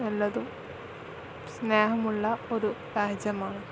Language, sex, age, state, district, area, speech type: Malayalam, female, 18-30, Kerala, Kozhikode, rural, spontaneous